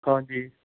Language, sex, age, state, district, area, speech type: Punjabi, male, 18-30, Punjab, Shaheed Bhagat Singh Nagar, urban, conversation